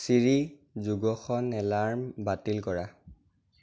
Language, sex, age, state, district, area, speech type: Assamese, male, 18-30, Assam, Sonitpur, rural, read